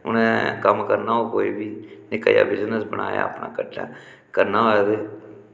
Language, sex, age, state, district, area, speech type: Dogri, male, 45-60, Jammu and Kashmir, Samba, rural, spontaneous